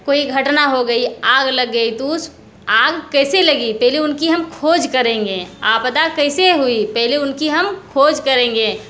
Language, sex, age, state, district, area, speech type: Hindi, female, 30-45, Uttar Pradesh, Mirzapur, rural, spontaneous